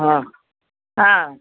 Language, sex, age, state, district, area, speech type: Malayalam, female, 45-60, Kerala, Kollam, rural, conversation